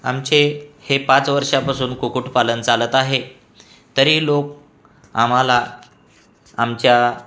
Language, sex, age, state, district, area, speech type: Marathi, male, 45-60, Maharashtra, Buldhana, rural, spontaneous